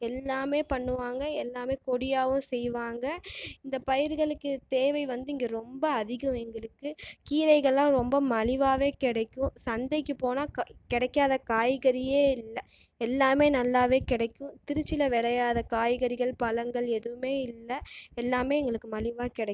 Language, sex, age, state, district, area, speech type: Tamil, female, 18-30, Tamil Nadu, Tiruchirappalli, rural, spontaneous